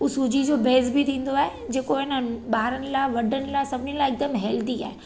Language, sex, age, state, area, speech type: Sindhi, female, 30-45, Gujarat, urban, spontaneous